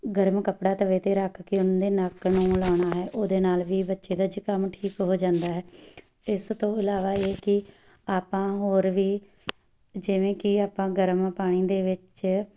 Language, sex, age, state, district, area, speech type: Punjabi, female, 18-30, Punjab, Tarn Taran, rural, spontaneous